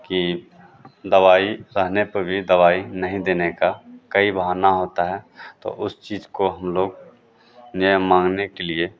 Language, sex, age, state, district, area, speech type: Hindi, male, 30-45, Bihar, Madhepura, rural, spontaneous